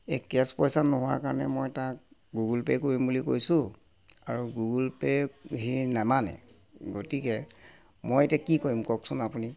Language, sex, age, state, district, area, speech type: Assamese, male, 30-45, Assam, Sivasagar, rural, spontaneous